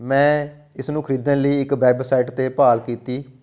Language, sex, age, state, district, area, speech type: Punjabi, male, 45-60, Punjab, Fatehgarh Sahib, rural, spontaneous